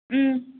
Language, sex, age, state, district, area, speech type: Tamil, female, 18-30, Tamil Nadu, Mayiladuthurai, urban, conversation